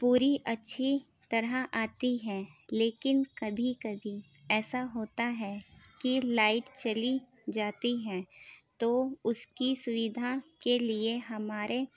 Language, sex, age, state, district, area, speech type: Urdu, female, 18-30, Uttar Pradesh, Ghaziabad, urban, spontaneous